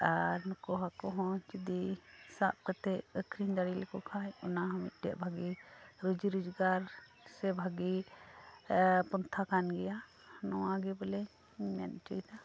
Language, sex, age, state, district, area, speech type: Santali, female, 45-60, West Bengal, Birbhum, rural, spontaneous